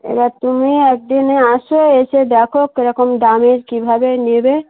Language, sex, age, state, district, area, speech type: Bengali, female, 30-45, West Bengal, Darjeeling, urban, conversation